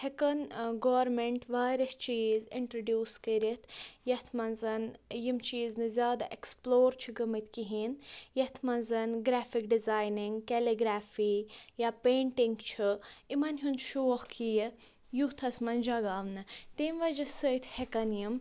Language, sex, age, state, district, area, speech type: Kashmiri, female, 30-45, Jammu and Kashmir, Budgam, rural, spontaneous